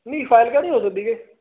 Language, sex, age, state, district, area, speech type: Punjabi, male, 18-30, Punjab, Fazilka, urban, conversation